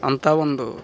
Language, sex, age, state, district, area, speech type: Kannada, male, 30-45, Karnataka, Koppal, rural, spontaneous